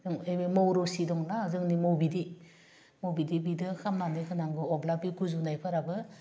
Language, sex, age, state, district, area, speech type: Bodo, female, 45-60, Assam, Udalguri, rural, spontaneous